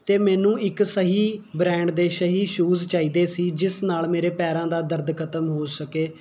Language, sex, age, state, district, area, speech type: Punjabi, male, 18-30, Punjab, Mohali, urban, spontaneous